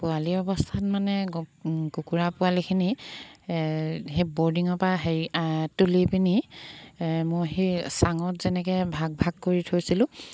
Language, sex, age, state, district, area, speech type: Assamese, female, 30-45, Assam, Charaideo, rural, spontaneous